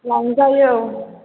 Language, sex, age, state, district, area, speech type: Bodo, female, 60+, Assam, Chirang, rural, conversation